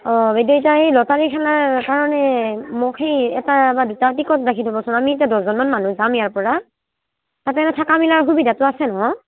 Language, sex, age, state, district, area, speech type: Assamese, female, 30-45, Assam, Barpeta, rural, conversation